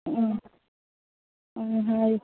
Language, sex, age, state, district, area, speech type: Manipuri, female, 45-60, Manipur, Churachandpur, urban, conversation